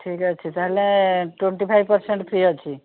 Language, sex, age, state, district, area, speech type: Odia, female, 45-60, Odisha, Nayagarh, rural, conversation